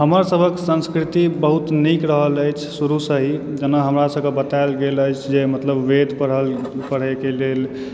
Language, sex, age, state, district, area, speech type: Maithili, male, 18-30, Bihar, Supaul, rural, spontaneous